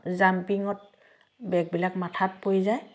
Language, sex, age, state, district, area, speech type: Assamese, female, 60+, Assam, Dhemaji, urban, spontaneous